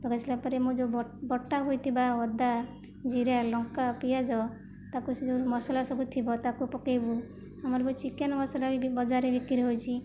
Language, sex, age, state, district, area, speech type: Odia, female, 45-60, Odisha, Jajpur, rural, spontaneous